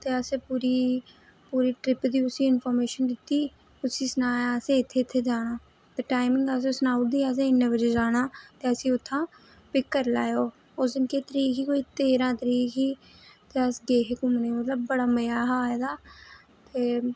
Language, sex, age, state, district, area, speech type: Dogri, female, 18-30, Jammu and Kashmir, Reasi, rural, spontaneous